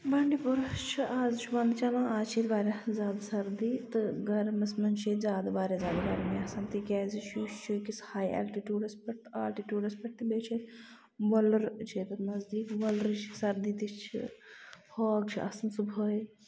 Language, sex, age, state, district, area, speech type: Kashmiri, female, 30-45, Jammu and Kashmir, Bandipora, rural, spontaneous